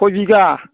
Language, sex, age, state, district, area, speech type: Bodo, male, 60+, Assam, Kokrajhar, urban, conversation